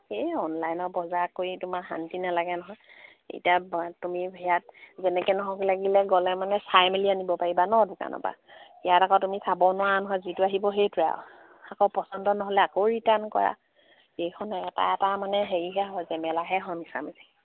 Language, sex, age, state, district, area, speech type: Assamese, female, 30-45, Assam, Sivasagar, rural, conversation